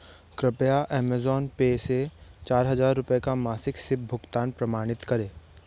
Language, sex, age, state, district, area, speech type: Hindi, male, 30-45, Madhya Pradesh, Betul, rural, read